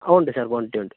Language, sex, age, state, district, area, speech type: Malayalam, male, 30-45, Kerala, Wayanad, rural, conversation